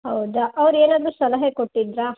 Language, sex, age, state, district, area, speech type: Kannada, female, 18-30, Karnataka, Chitradurga, urban, conversation